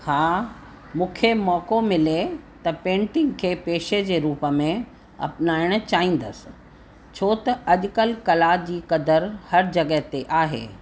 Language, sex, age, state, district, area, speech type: Sindhi, female, 60+, Uttar Pradesh, Lucknow, rural, spontaneous